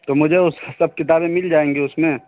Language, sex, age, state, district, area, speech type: Urdu, male, 18-30, Uttar Pradesh, Saharanpur, urban, conversation